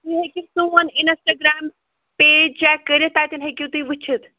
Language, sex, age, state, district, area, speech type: Kashmiri, female, 30-45, Jammu and Kashmir, Srinagar, urban, conversation